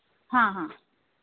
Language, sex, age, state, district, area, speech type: Hindi, female, 30-45, Madhya Pradesh, Hoshangabad, rural, conversation